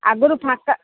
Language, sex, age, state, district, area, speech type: Odia, female, 60+, Odisha, Jharsuguda, rural, conversation